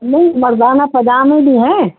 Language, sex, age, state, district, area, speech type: Urdu, female, 60+, Uttar Pradesh, Rampur, urban, conversation